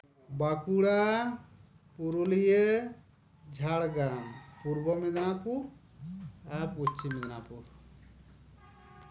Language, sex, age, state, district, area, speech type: Santali, male, 30-45, West Bengal, Bankura, rural, spontaneous